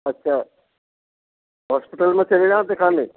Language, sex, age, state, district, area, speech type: Hindi, male, 60+, Madhya Pradesh, Gwalior, rural, conversation